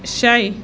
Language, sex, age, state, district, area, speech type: Kashmiri, female, 18-30, Jammu and Kashmir, Budgam, rural, read